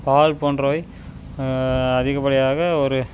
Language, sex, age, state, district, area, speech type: Tamil, male, 18-30, Tamil Nadu, Dharmapuri, urban, spontaneous